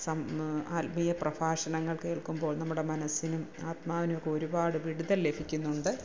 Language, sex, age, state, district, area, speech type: Malayalam, female, 45-60, Kerala, Kollam, rural, spontaneous